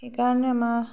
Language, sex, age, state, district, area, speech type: Assamese, female, 60+, Assam, Tinsukia, rural, spontaneous